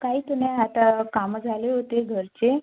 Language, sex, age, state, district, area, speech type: Marathi, female, 18-30, Maharashtra, Wardha, urban, conversation